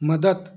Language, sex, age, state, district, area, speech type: Marathi, male, 45-60, Maharashtra, Yavatmal, rural, read